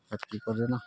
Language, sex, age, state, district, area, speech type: Odia, male, 30-45, Odisha, Nuapada, rural, spontaneous